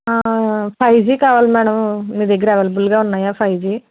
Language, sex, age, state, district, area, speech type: Telugu, female, 18-30, Telangana, Karimnagar, rural, conversation